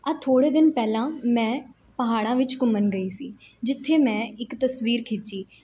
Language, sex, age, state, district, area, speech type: Punjabi, female, 18-30, Punjab, Mansa, urban, spontaneous